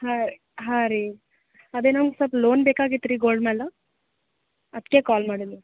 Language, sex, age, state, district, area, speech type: Kannada, female, 18-30, Karnataka, Gulbarga, urban, conversation